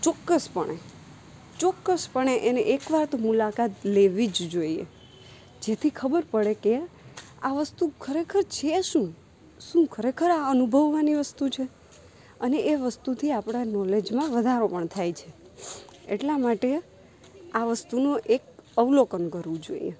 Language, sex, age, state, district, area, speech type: Gujarati, female, 30-45, Gujarat, Rajkot, rural, spontaneous